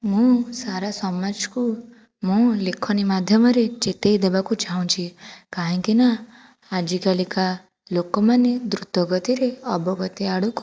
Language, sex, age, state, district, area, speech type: Odia, female, 45-60, Odisha, Jajpur, rural, spontaneous